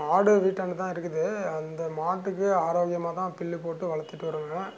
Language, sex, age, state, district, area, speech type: Tamil, male, 60+, Tamil Nadu, Dharmapuri, rural, spontaneous